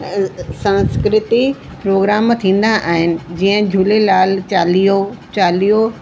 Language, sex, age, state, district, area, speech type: Sindhi, female, 45-60, Delhi, South Delhi, urban, spontaneous